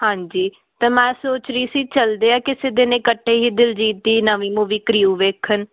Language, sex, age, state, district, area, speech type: Punjabi, female, 18-30, Punjab, Pathankot, urban, conversation